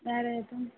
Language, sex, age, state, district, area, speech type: Tamil, female, 18-30, Tamil Nadu, Karur, rural, conversation